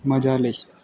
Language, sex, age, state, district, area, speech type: Gujarati, male, 18-30, Gujarat, Valsad, rural, spontaneous